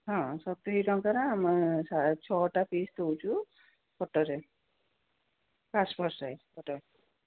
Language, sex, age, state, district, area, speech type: Odia, female, 60+, Odisha, Gajapati, rural, conversation